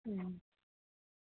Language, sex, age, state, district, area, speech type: Manipuri, female, 30-45, Manipur, Chandel, rural, conversation